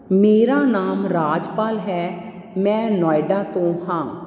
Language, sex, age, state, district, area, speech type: Punjabi, female, 45-60, Punjab, Jalandhar, urban, read